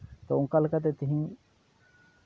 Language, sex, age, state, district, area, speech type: Santali, male, 30-45, West Bengal, Malda, rural, spontaneous